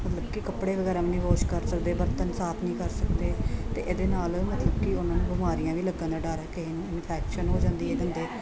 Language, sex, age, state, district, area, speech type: Punjabi, female, 30-45, Punjab, Gurdaspur, urban, spontaneous